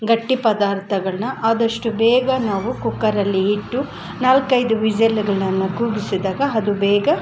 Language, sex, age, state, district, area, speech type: Kannada, female, 45-60, Karnataka, Kolar, urban, spontaneous